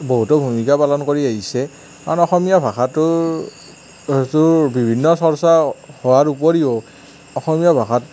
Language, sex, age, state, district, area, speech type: Assamese, male, 18-30, Assam, Nalbari, rural, spontaneous